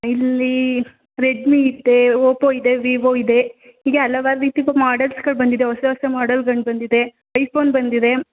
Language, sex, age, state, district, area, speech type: Kannada, female, 18-30, Karnataka, Kodagu, rural, conversation